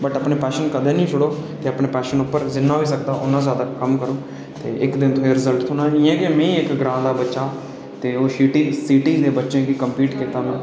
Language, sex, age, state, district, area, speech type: Dogri, male, 18-30, Jammu and Kashmir, Udhampur, rural, spontaneous